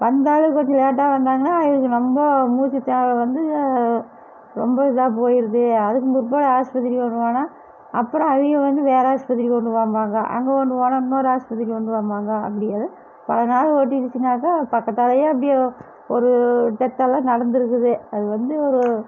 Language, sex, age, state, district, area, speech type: Tamil, female, 60+, Tamil Nadu, Erode, urban, spontaneous